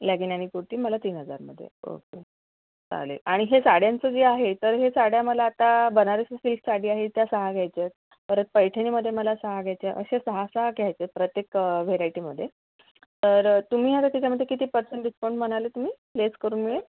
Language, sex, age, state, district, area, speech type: Marathi, female, 30-45, Maharashtra, Akola, urban, conversation